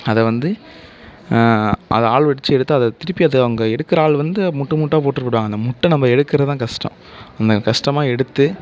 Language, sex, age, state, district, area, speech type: Tamil, male, 18-30, Tamil Nadu, Mayiladuthurai, urban, spontaneous